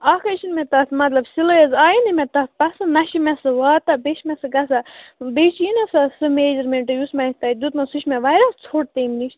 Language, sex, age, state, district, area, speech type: Kashmiri, other, 30-45, Jammu and Kashmir, Baramulla, urban, conversation